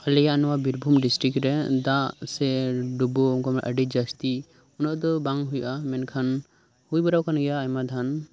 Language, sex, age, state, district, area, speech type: Santali, male, 18-30, West Bengal, Birbhum, rural, spontaneous